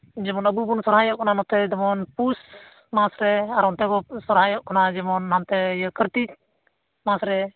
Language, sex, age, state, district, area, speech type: Santali, male, 18-30, West Bengal, Uttar Dinajpur, rural, conversation